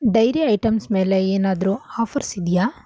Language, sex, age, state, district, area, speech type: Kannada, female, 30-45, Karnataka, Mandya, rural, read